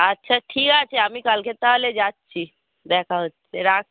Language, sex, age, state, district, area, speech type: Bengali, female, 45-60, West Bengal, Hooghly, rural, conversation